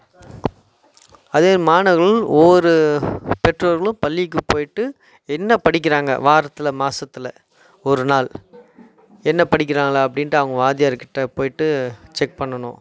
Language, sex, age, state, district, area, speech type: Tamil, male, 30-45, Tamil Nadu, Tiruvannamalai, rural, spontaneous